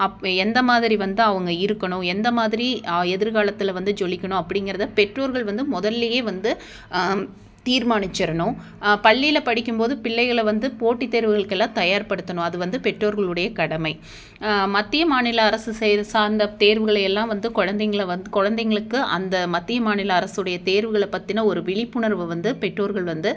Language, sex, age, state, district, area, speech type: Tamil, female, 30-45, Tamil Nadu, Tiruppur, urban, spontaneous